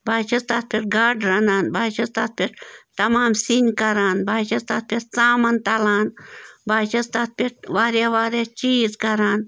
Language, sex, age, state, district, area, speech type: Kashmiri, female, 30-45, Jammu and Kashmir, Bandipora, rural, spontaneous